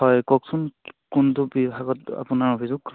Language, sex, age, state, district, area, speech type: Assamese, male, 18-30, Assam, Charaideo, rural, conversation